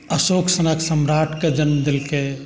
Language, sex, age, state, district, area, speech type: Maithili, male, 60+, Bihar, Saharsa, rural, spontaneous